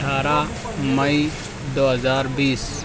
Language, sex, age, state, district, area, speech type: Urdu, male, 18-30, Maharashtra, Nashik, rural, spontaneous